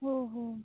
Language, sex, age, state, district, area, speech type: Odia, female, 18-30, Odisha, Kalahandi, rural, conversation